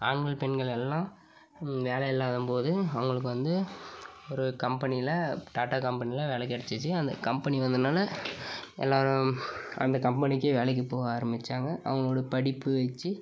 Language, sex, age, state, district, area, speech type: Tamil, male, 18-30, Tamil Nadu, Dharmapuri, urban, spontaneous